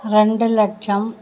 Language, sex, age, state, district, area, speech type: Tamil, female, 60+, Tamil Nadu, Mayiladuthurai, rural, spontaneous